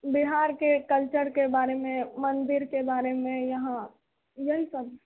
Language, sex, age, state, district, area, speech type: Hindi, female, 18-30, Bihar, Begusarai, urban, conversation